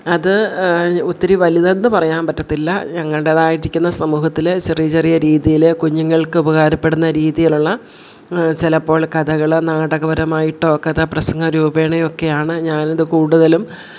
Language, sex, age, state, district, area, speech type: Malayalam, female, 45-60, Kerala, Kollam, rural, spontaneous